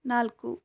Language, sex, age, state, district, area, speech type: Kannada, female, 18-30, Karnataka, Shimoga, rural, read